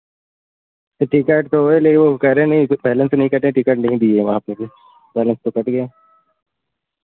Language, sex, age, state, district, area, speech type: Hindi, male, 30-45, Uttar Pradesh, Ayodhya, rural, conversation